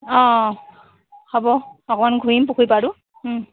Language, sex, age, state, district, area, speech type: Assamese, female, 30-45, Assam, Sivasagar, urban, conversation